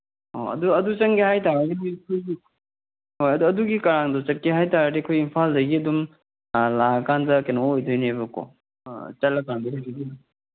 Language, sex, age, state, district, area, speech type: Manipuri, male, 30-45, Manipur, Kangpokpi, urban, conversation